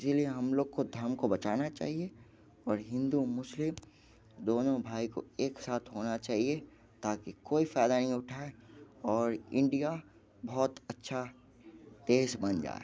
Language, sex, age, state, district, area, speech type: Hindi, male, 18-30, Bihar, Muzaffarpur, rural, spontaneous